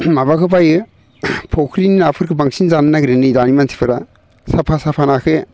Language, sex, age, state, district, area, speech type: Bodo, male, 60+, Assam, Baksa, urban, spontaneous